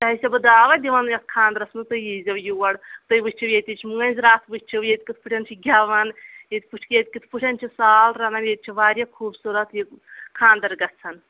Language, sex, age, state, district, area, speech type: Kashmiri, female, 30-45, Jammu and Kashmir, Anantnag, rural, conversation